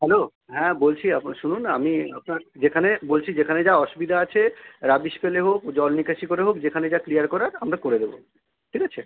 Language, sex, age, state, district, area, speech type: Bengali, male, 45-60, West Bengal, Kolkata, urban, conversation